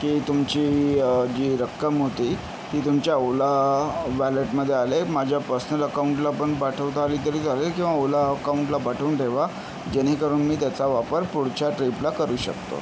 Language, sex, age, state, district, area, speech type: Marathi, male, 60+, Maharashtra, Yavatmal, urban, spontaneous